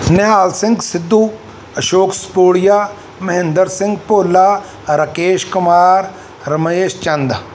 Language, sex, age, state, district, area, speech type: Punjabi, male, 45-60, Punjab, Mansa, urban, spontaneous